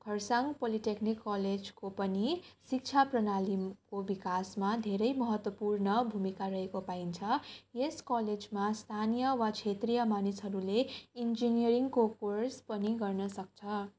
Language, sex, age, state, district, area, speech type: Nepali, female, 18-30, West Bengal, Darjeeling, rural, spontaneous